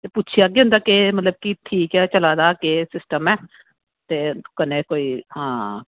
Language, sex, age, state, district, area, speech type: Dogri, female, 30-45, Jammu and Kashmir, Jammu, urban, conversation